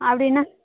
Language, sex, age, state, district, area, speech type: Tamil, female, 30-45, Tamil Nadu, Namakkal, rural, conversation